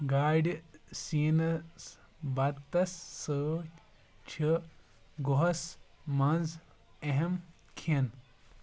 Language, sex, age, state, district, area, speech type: Kashmiri, male, 18-30, Jammu and Kashmir, Ganderbal, rural, read